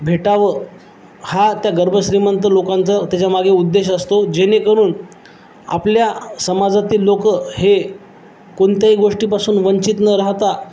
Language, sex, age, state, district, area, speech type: Marathi, male, 30-45, Maharashtra, Nanded, urban, spontaneous